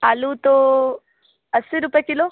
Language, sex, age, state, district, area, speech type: Hindi, female, 30-45, Uttar Pradesh, Sonbhadra, rural, conversation